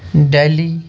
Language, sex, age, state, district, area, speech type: Kashmiri, male, 30-45, Jammu and Kashmir, Shopian, rural, spontaneous